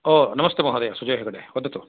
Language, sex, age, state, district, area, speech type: Sanskrit, male, 45-60, Karnataka, Kolar, urban, conversation